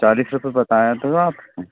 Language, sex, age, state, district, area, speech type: Hindi, male, 30-45, Madhya Pradesh, Seoni, urban, conversation